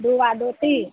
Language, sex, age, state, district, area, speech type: Maithili, female, 30-45, Bihar, Araria, rural, conversation